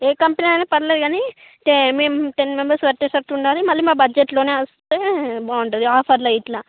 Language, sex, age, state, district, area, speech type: Telugu, female, 60+, Andhra Pradesh, Srikakulam, urban, conversation